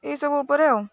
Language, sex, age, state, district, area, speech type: Odia, female, 18-30, Odisha, Jagatsinghpur, urban, spontaneous